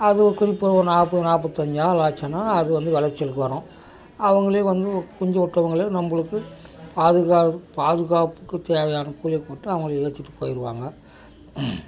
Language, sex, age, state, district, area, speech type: Tamil, male, 60+, Tamil Nadu, Dharmapuri, urban, spontaneous